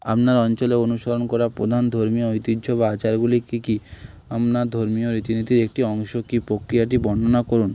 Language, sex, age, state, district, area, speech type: Bengali, male, 30-45, West Bengal, Hooghly, urban, spontaneous